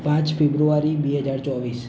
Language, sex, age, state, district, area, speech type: Gujarati, male, 18-30, Gujarat, Ahmedabad, urban, spontaneous